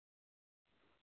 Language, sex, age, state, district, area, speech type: Hindi, female, 45-60, Uttar Pradesh, Ghazipur, rural, conversation